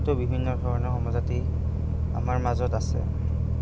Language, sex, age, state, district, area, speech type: Assamese, male, 18-30, Assam, Goalpara, rural, spontaneous